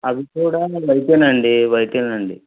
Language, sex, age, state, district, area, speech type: Telugu, male, 45-60, Andhra Pradesh, Eluru, urban, conversation